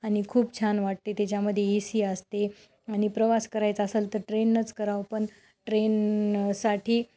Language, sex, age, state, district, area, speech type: Marathi, female, 30-45, Maharashtra, Nanded, urban, spontaneous